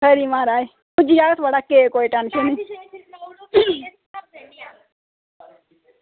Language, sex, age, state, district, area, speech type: Dogri, female, 30-45, Jammu and Kashmir, Udhampur, rural, conversation